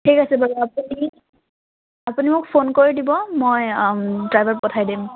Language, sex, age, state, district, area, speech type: Assamese, female, 18-30, Assam, Morigaon, rural, conversation